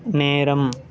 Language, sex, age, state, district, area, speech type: Tamil, male, 18-30, Tamil Nadu, Sivaganga, rural, read